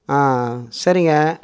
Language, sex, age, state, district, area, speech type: Tamil, male, 60+, Tamil Nadu, Coimbatore, rural, spontaneous